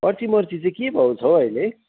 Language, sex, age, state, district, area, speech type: Nepali, male, 45-60, West Bengal, Kalimpong, rural, conversation